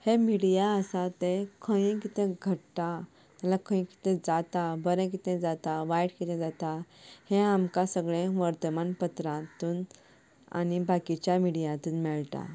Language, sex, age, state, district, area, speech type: Goan Konkani, female, 18-30, Goa, Canacona, rural, spontaneous